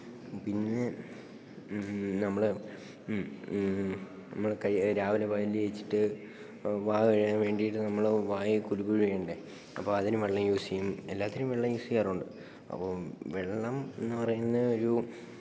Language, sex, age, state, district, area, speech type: Malayalam, male, 18-30, Kerala, Idukki, rural, spontaneous